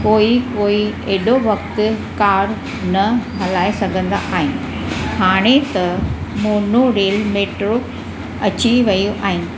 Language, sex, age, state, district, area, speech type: Sindhi, female, 60+, Maharashtra, Mumbai Suburban, urban, spontaneous